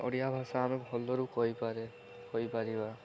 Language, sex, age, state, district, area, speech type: Odia, male, 18-30, Odisha, Koraput, urban, spontaneous